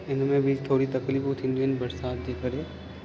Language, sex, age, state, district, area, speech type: Sindhi, male, 30-45, Maharashtra, Thane, urban, spontaneous